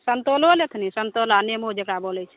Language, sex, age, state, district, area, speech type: Maithili, female, 18-30, Bihar, Begusarai, rural, conversation